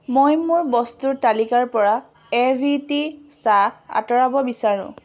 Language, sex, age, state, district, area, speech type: Assamese, female, 18-30, Assam, Dhemaji, rural, read